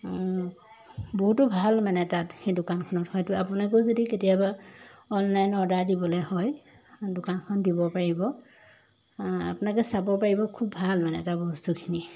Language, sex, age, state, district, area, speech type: Assamese, female, 45-60, Assam, Jorhat, urban, spontaneous